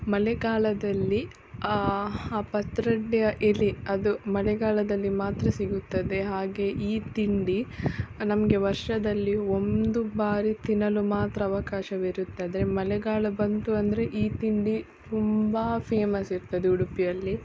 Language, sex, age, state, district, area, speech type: Kannada, female, 18-30, Karnataka, Udupi, rural, spontaneous